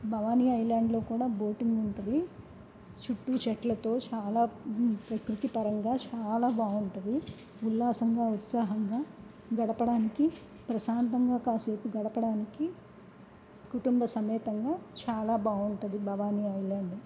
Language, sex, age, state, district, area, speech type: Telugu, female, 30-45, Andhra Pradesh, N T Rama Rao, urban, spontaneous